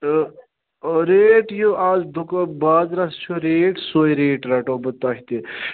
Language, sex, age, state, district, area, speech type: Kashmiri, male, 30-45, Jammu and Kashmir, Ganderbal, rural, conversation